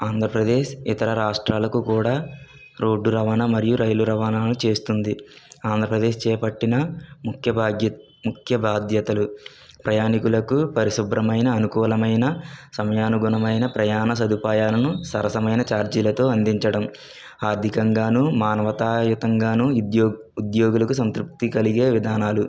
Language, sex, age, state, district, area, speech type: Telugu, male, 45-60, Andhra Pradesh, Kakinada, urban, spontaneous